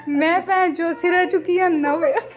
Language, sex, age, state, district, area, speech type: Dogri, female, 18-30, Jammu and Kashmir, Udhampur, rural, spontaneous